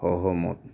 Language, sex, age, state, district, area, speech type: Assamese, female, 30-45, Assam, Kamrup Metropolitan, urban, read